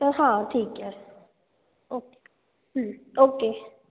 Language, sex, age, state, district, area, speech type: Hindi, female, 18-30, Madhya Pradesh, Betul, rural, conversation